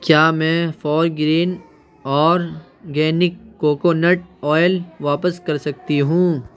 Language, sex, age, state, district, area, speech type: Urdu, male, 18-30, Uttar Pradesh, Ghaziabad, urban, read